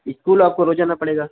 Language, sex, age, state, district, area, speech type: Hindi, male, 18-30, Uttar Pradesh, Mirzapur, rural, conversation